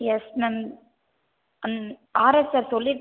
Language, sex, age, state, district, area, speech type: Tamil, female, 18-30, Tamil Nadu, Viluppuram, urban, conversation